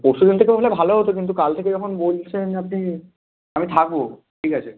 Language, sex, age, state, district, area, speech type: Bengali, male, 18-30, West Bengal, Bankura, urban, conversation